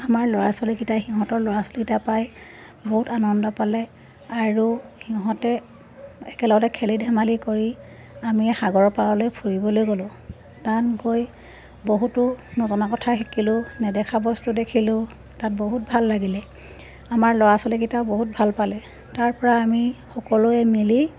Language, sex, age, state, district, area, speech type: Assamese, female, 45-60, Assam, Golaghat, rural, spontaneous